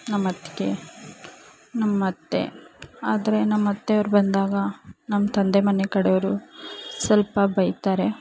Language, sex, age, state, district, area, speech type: Kannada, female, 30-45, Karnataka, Chamarajanagar, rural, spontaneous